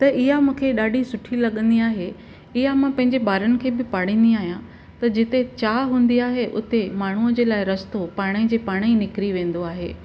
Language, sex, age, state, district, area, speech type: Sindhi, female, 45-60, Maharashtra, Thane, urban, spontaneous